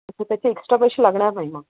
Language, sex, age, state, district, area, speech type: Marathi, female, 30-45, Maharashtra, Wardha, urban, conversation